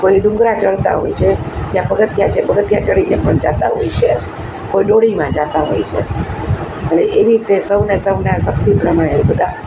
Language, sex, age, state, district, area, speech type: Gujarati, male, 60+, Gujarat, Rajkot, urban, spontaneous